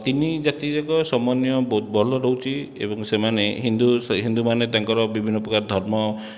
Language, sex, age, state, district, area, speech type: Odia, male, 30-45, Odisha, Khordha, rural, spontaneous